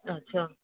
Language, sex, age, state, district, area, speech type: Sindhi, female, 60+, Gujarat, Surat, urban, conversation